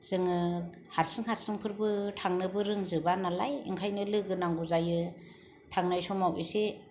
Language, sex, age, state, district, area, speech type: Bodo, female, 30-45, Assam, Kokrajhar, rural, spontaneous